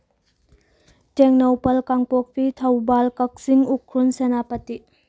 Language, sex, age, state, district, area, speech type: Manipuri, female, 30-45, Manipur, Tengnoupal, rural, spontaneous